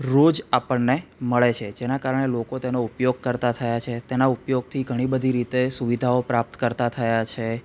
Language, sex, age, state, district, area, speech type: Gujarati, male, 30-45, Gujarat, Anand, urban, spontaneous